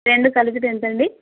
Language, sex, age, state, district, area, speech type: Telugu, female, 18-30, Telangana, Peddapalli, rural, conversation